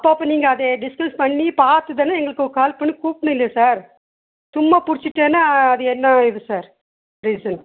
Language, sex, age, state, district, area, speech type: Tamil, female, 60+, Tamil Nadu, Nilgiris, rural, conversation